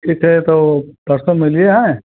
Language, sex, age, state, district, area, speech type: Hindi, male, 30-45, Uttar Pradesh, Ayodhya, rural, conversation